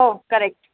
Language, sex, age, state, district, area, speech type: Marathi, female, 30-45, Maharashtra, Mumbai Suburban, urban, conversation